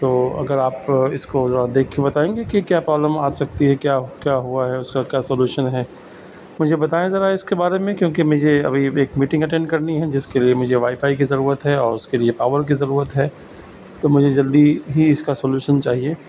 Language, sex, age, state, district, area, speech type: Urdu, male, 45-60, Delhi, South Delhi, urban, spontaneous